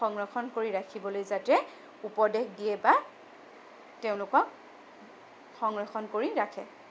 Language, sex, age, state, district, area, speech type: Assamese, female, 18-30, Assam, Sonitpur, urban, spontaneous